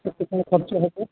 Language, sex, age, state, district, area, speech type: Odia, male, 18-30, Odisha, Balasore, rural, conversation